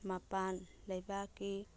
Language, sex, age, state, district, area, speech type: Manipuri, female, 45-60, Manipur, Churachandpur, urban, read